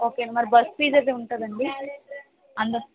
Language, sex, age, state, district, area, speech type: Telugu, female, 30-45, Andhra Pradesh, Vizianagaram, urban, conversation